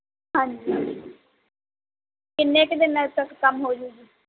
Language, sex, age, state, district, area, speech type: Punjabi, female, 18-30, Punjab, Barnala, urban, conversation